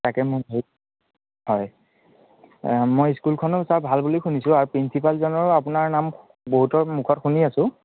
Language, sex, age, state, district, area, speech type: Assamese, male, 18-30, Assam, Biswanath, rural, conversation